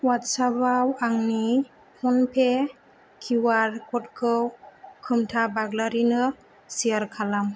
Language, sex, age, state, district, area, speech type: Bodo, female, 18-30, Assam, Chirang, rural, read